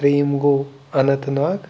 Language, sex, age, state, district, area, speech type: Kashmiri, male, 18-30, Jammu and Kashmir, Pulwama, rural, spontaneous